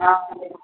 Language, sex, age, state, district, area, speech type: Maithili, female, 60+, Bihar, Araria, rural, conversation